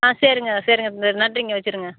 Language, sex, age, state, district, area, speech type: Tamil, female, 60+, Tamil Nadu, Ariyalur, rural, conversation